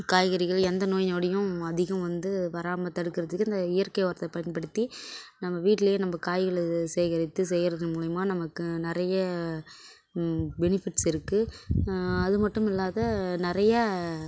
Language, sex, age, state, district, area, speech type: Tamil, female, 18-30, Tamil Nadu, Kallakurichi, urban, spontaneous